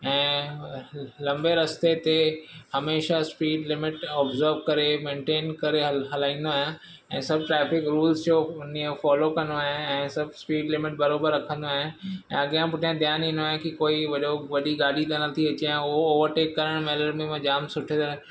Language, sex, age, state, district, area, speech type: Sindhi, male, 30-45, Maharashtra, Mumbai Suburban, urban, spontaneous